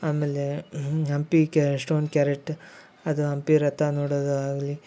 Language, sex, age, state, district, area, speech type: Kannada, male, 18-30, Karnataka, Koppal, rural, spontaneous